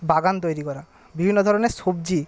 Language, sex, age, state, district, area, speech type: Bengali, male, 30-45, West Bengal, Paschim Medinipur, rural, spontaneous